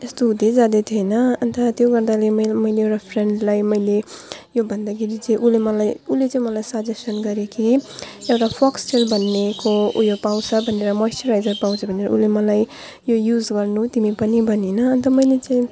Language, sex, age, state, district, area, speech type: Nepali, female, 18-30, West Bengal, Alipurduar, urban, spontaneous